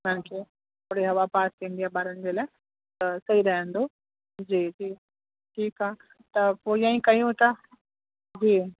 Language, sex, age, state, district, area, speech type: Sindhi, female, 45-60, Uttar Pradesh, Lucknow, urban, conversation